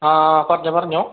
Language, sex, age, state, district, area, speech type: Malayalam, male, 18-30, Kerala, Kasaragod, rural, conversation